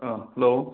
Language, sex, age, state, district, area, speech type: Manipuri, male, 18-30, Manipur, Imphal West, rural, conversation